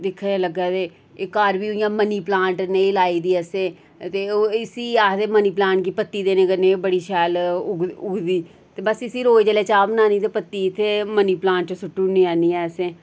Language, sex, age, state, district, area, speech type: Dogri, female, 30-45, Jammu and Kashmir, Reasi, rural, spontaneous